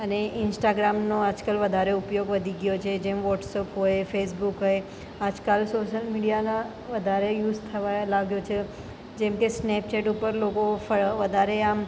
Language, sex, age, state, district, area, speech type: Gujarati, female, 30-45, Gujarat, Ahmedabad, urban, spontaneous